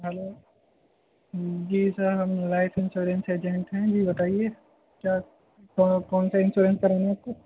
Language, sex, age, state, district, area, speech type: Urdu, male, 18-30, Delhi, North West Delhi, urban, conversation